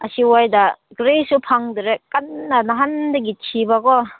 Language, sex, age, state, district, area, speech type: Manipuri, female, 30-45, Manipur, Senapati, rural, conversation